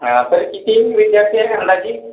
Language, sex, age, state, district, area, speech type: Marathi, male, 60+, Maharashtra, Yavatmal, urban, conversation